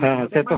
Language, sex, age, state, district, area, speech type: Bengali, male, 18-30, West Bengal, North 24 Parganas, urban, conversation